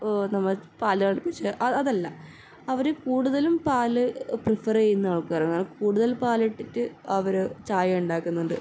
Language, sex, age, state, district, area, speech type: Malayalam, female, 18-30, Kerala, Kasaragod, rural, spontaneous